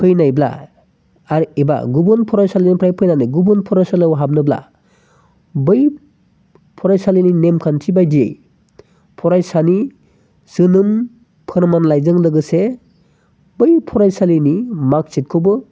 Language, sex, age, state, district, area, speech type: Bodo, male, 30-45, Assam, Chirang, urban, spontaneous